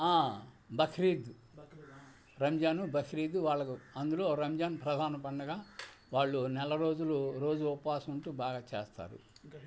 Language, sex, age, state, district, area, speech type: Telugu, male, 60+, Andhra Pradesh, Bapatla, urban, spontaneous